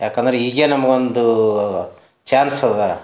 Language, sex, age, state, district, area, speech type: Kannada, male, 60+, Karnataka, Bidar, urban, spontaneous